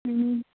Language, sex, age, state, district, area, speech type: Manipuri, female, 18-30, Manipur, Senapati, rural, conversation